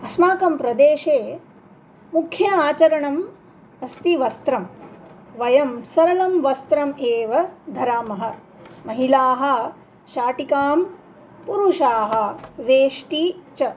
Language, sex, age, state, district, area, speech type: Sanskrit, female, 45-60, Andhra Pradesh, Nellore, urban, spontaneous